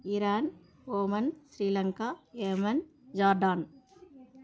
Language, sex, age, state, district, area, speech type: Telugu, female, 30-45, Andhra Pradesh, Sri Balaji, rural, spontaneous